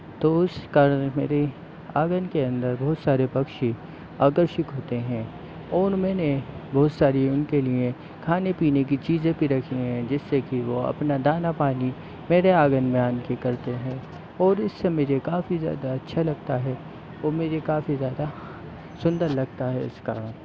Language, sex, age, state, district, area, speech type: Hindi, male, 18-30, Madhya Pradesh, Jabalpur, urban, spontaneous